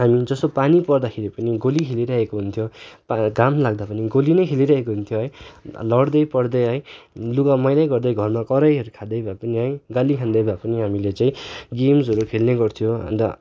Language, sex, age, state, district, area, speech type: Nepali, male, 18-30, West Bengal, Darjeeling, rural, spontaneous